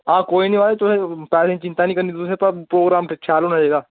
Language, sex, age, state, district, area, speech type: Dogri, male, 18-30, Jammu and Kashmir, Udhampur, rural, conversation